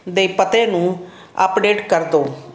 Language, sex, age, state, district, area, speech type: Punjabi, female, 60+, Punjab, Fazilka, rural, spontaneous